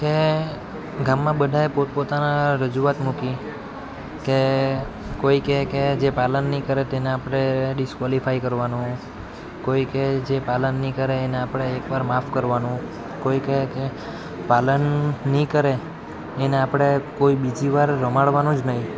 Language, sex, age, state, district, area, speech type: Gujarati, male, 18-30, Gujarat, Valsad, rural, spontaneous